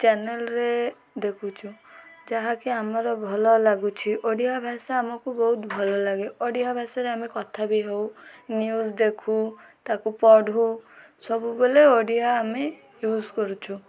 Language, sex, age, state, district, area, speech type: Odia, female, 18-30, Odisha, Malkangiri, urban, spontaneous